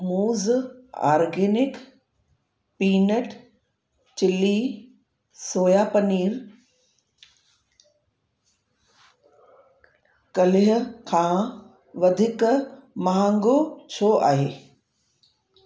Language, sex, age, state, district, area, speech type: Sindhi, female, 45-60, Uttar Pradesh, Lucknow, urban, read